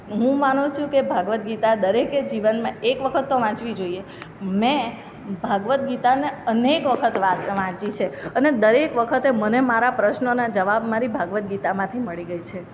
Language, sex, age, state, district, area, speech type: Gujarati, female, 30-45, Gujarat, Surat, urban, spontaneous